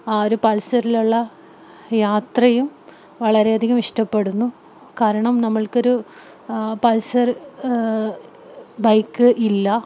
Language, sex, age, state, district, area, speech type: Malayalam, female, 30-45, Kerala, Palakkad, rural, spontaneous